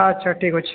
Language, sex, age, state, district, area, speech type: Odia, male, 18-30, Odisha, Balangir, urban, conversation